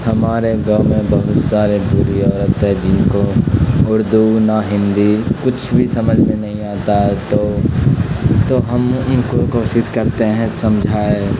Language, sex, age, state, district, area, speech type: Urdu, male, 18-30, Bihar, Khagaria, rural, spontaneous